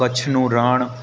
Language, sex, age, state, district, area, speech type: Gujarati, male, 18-30, Gujarat, Junagadh, urban, spontaneous